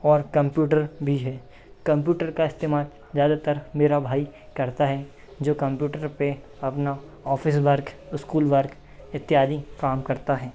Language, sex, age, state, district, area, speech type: Hindi, male, 18-30, Madhya Pradesh, Seoni, urban, spontaneous